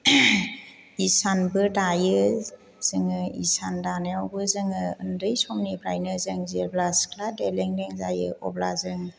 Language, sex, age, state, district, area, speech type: Bodo, female, 60+, Assam, Chirang, rural, spontaneous